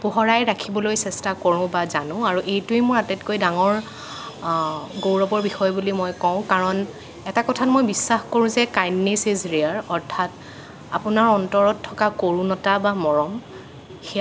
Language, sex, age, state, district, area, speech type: Assamese, female, 18-30, Assam, Nagaon, rural, spontaneous